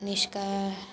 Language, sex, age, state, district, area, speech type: Sanskrit, female, 18-30, Maharashtra, Nagpur, urban, spontaneous